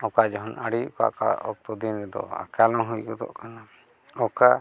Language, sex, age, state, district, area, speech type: Santali, male, 45-60, Jharkhand, East Singhbhum, rural, spontaneous